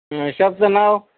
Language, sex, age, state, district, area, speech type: Marathi, male, 45-60, Maharashtra, Nanded, rural, conversation